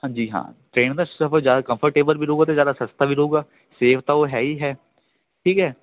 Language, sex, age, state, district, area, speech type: Punjabi, male, 18-30, Punjab, Ludhiana, rural, conversation